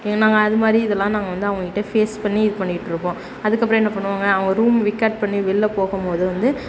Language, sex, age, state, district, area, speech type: Tamil, female, 30-45, Tamil Nadu, Perambalur, rural, spontaneous